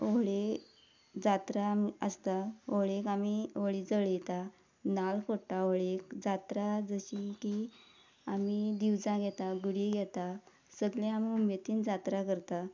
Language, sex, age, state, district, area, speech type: Goan Konkani, female, 30-45, Goa, Quepem, rural, spontaneous